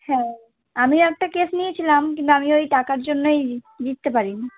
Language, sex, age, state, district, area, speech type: Bengali, female, 18-30, West Bengal, Darjeeling, urban, conversation